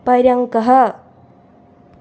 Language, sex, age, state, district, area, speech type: Sanskrit, female, 18-30, Assam, Nalbari, rural, read